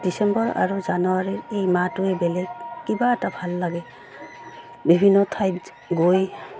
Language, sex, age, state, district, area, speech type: Assamese, female, 45-60, Assam, Udalguri, rural, spontaneous